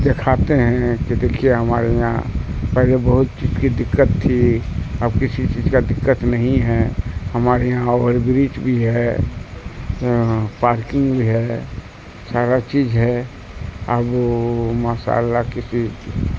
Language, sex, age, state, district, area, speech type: Urdu, male, 60+, Bihar, Supaul, rural, spontaneous